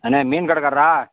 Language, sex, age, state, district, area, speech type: Tamil, male, 60+, Tamil Nadu, Kallakurichi, urban, conversation